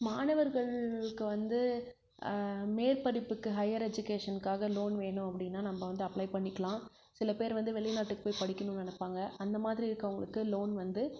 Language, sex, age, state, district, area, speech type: Tamil, female, 18-30, Tamil Nadu, Krishnagiri, rural, spontaneous